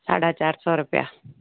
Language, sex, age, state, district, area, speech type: Sindhi, female, 60+, Gujarat, Surat, urban, conversation